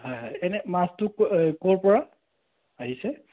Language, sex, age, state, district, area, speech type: Assamese, male, 30-45, Assam, Sonitpur, rural, conversation